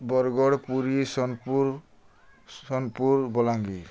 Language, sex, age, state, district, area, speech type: Odia, male, 45-60, Odisha, Bargarh, rural, spontaneous